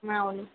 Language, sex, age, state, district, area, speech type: Telugu, female, 30-45, Andhra Pradesh, East Godavari, rural, conversation